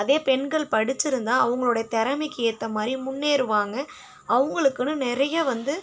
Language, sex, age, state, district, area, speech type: Tamil, female, 18-30, Tamil Nadu, Kallakurichi, urban, spontaneous